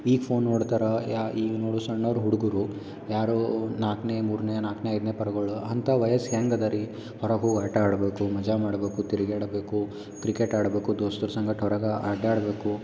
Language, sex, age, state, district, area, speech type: Kannada, male, 18-30, Karnataka, Gulbarga, urban, spontaneous